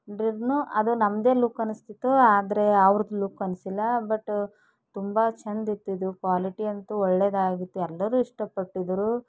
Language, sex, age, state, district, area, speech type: Kannada, female, 45-60, Karnataka, Bidar, rural, spontaneous